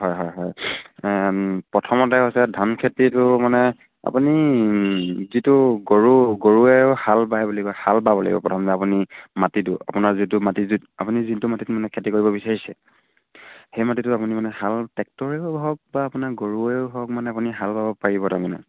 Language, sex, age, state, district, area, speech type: Assamese, male, 18-30, Assam, Sivasagar, rural, conversation